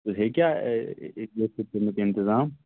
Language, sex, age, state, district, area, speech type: Kashmiri, male, 30-45, Jammu and Kashmir, Kulgam, rural, conversation